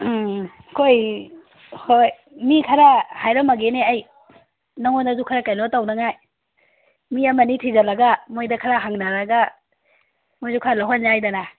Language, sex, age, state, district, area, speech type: Manipuri, female, 18-30, Manipur, Kangpokpi, urban, conversation